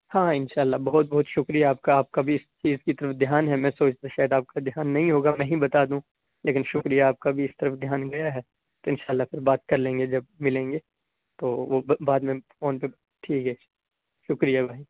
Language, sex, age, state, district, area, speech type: Urdu, male, 18-30, Bihar, Purnia, rural, conversation